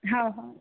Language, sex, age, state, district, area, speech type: Odia, female, 30-45, Odisha, Kendrapara, urban, conversation